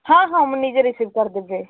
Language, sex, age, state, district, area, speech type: Odia, female, 18-30, Odisha, Ganjam, urban, conversation